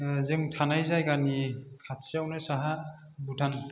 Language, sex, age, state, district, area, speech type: Bodo, male, 30-45, Assam, Chirang, urban, spontaneous